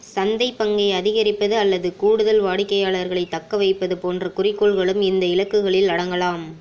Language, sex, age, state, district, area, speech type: Tamil, female, 30-45, Tamil Nadu, Ariyalur, rural, read